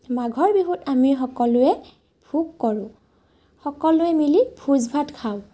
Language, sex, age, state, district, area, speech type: Assamese, female, 30-45, Assam, Morigaon, rural, spontaneous